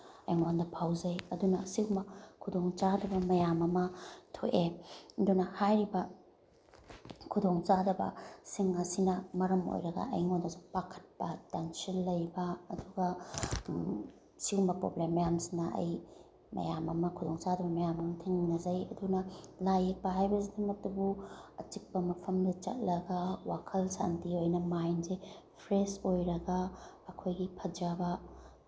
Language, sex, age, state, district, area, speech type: Manipuri, female, 30-45, Manipur, Bishnupur, rural, spontaneous